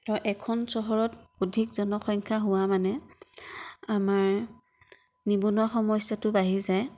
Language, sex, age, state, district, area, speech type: Assamese, female, 30-45, Assam, Nagaon, rural, spontaneous